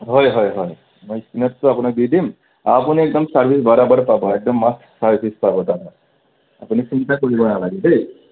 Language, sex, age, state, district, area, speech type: Assamese, male, 18-30, Assam, Nagaon, rural, conversation